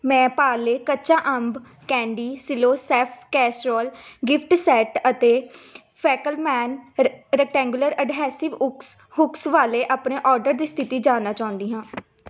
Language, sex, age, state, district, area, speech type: Punjabi, female, 18-30, Punjab, Gurdaspur, urban, read